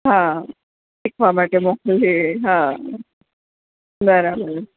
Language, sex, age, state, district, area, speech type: Gujarati, female, 45-60, Gujarat, Valsad, rural, conversation